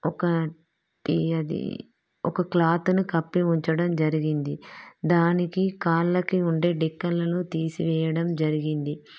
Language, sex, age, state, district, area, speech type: Telugu, female, 30-45, Telangana, Peddapalli, rural, spontaneous